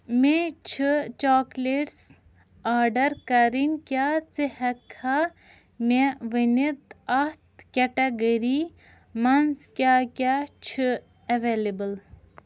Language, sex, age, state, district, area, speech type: Kashmiri, female, 18-30, Jammu and Kashmir, Ganderbal, rural, read